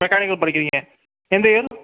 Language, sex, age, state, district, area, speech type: Tamil, male, 18-30, Tamil Nadu, Sivaganga, rural, conversation